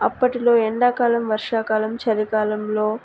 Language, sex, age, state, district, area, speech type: Telugu, female, 18-30, Andhra Pradesh, Nellore, rural, spontaneous